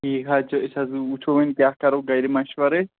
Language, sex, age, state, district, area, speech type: Kashmiri, male, 18-30, Jammu and Kashmir, Pulwama, rural, conversation